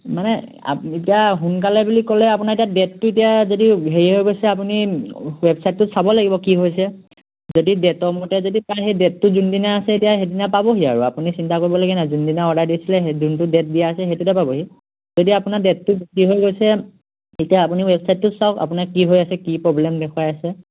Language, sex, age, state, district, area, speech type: Assamese, male, 18-30, Assam, Majuli, urban, conversation